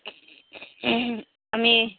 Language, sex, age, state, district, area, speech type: Assamese, female, 30-45, Assam, Goalpara, urban, conversation